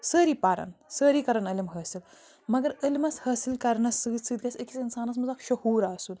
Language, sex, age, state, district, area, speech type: Kashmiri, female, 45-60, Jammu and Kashmir, Bandipora, rural, spontaneous